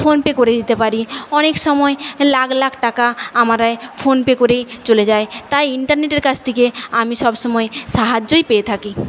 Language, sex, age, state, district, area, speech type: Bengali, female, 45-60, West Bengal, Paschim Medinipur, rural, spontaneous